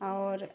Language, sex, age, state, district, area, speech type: Odia, female, 30-45, Odisha, Bargarh, urban, spontaneous